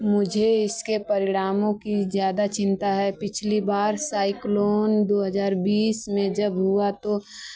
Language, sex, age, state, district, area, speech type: Hindi, female, 30-45, Uttar Pradesh, Mau, rural, read